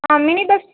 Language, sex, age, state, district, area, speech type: Tamil, female, 30-45, Tamil Nadu, Dharmapuri, rural, conversation